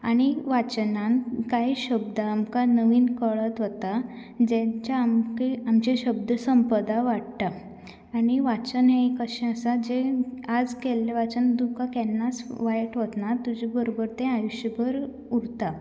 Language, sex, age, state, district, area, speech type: Goan Konkani, female, 18-30, Goa, Canacona, rural, spontaneous